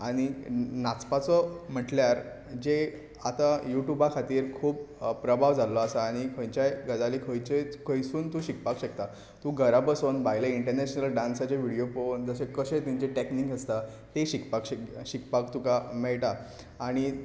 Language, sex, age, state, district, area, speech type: Goan Konkani, male, 18-30, Goa, Tiswadi, rural, spontaneous